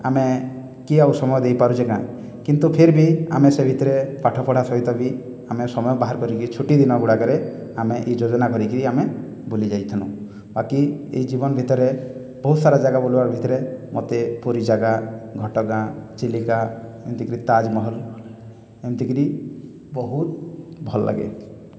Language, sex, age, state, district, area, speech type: Odia, male, 18-30, Odisha, Boudh, rural, spontaneous